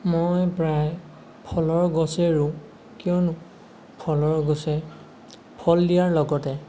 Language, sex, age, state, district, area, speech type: Assamese, male, 18-30, Assam, Lakhimpur, rural, spontaneous